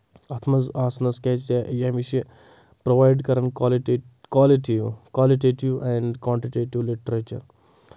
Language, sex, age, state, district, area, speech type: Kashmiri, male, 18-30, Jammu and Kashmir, Anantnag, rural, spontaneous